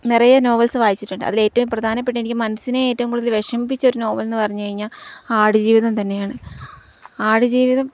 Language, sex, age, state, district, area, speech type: Malayalam, female, 18-30, Kerala, Palakkad, rural, spontaneous